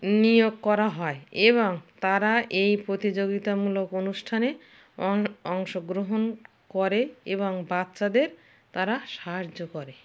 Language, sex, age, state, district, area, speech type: Bengali, female, 60+, West Bengal, North 24 Parganas, rural, spontaneous